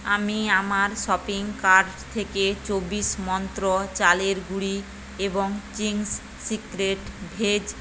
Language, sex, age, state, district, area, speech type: Bengali, female, 45-60, West Bengal, Paschim Medinipur, rural, read